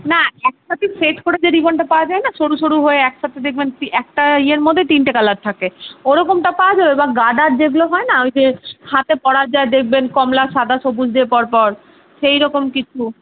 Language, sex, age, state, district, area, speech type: Bengali, female, 30-45, West Bengal, Paschim Bardhaman, urban, conversation